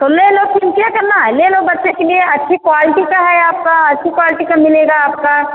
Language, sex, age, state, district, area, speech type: Hindi, female, 45-60, Uttar Pradesh, Ayodhya, rural, conversation